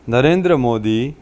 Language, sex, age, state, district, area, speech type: Gujarati, male, 30-45, Gujarat, Junagadh, urban, spontaneous